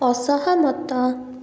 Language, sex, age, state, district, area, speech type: Odia, female, 30-45, Odisha, Puri, urban, read